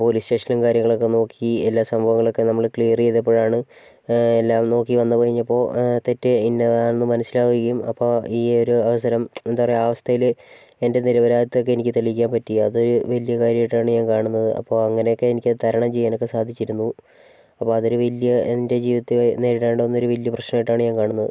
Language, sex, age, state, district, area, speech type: Malayalam, male, 45-60, Kerala, Wayanad, rural, spontaneous